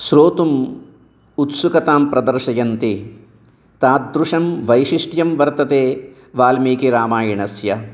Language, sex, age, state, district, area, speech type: Sanskrit, male, 60+, Telangana, Jagtial, urban, spontaneous